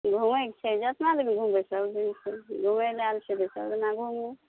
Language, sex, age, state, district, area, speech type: Maithili, female, 45-60, Bihar, Araria, rural, conversation